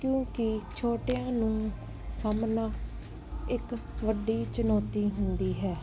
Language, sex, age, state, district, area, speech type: Punjabi, female, 18-30, Punjab, Fazilka, rural, spontaneous